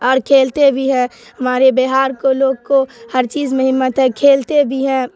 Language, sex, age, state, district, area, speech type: Urdu, female, 18-30, Bihar, Darbhanga, rural, spontaneous